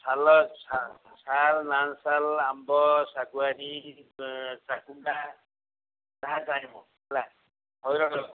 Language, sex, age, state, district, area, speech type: Odia, female, 60+, Odisha, Sundergarh, rural, conversation